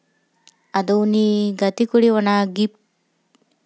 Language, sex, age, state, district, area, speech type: Santali, female, 18-30, West Bengal, Paschim Bardhaman, rural, spontaneous